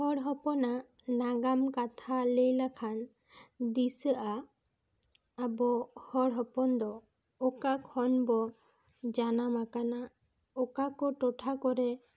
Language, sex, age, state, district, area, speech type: Santali, female, 18-30, West Bengal, Bankura, rural, spontaneous